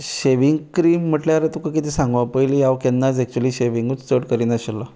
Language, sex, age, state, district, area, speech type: Goan Konkani, male, 30-45, Goa, Ponda, rural, spontaneous